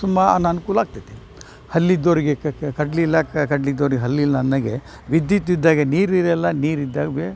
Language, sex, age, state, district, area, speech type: Kannada, male, 60+, Karnataka, Dharwad, rural, spontaneous